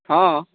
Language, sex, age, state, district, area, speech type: Maithili, male, 45-60, Bihar, Saharsa, urban, conversation